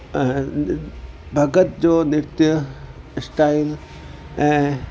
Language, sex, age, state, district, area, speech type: Sindhi, male, 60+, Delhi, South Delhi, urban, spontaneous